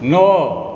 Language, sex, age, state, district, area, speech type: Maithili, male, 45-60, Bihar, Supaul, rural, read